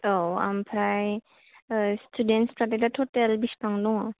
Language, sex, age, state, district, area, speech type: Bodo, female, 18-30, Assam, Kokrajhar, rural, conversation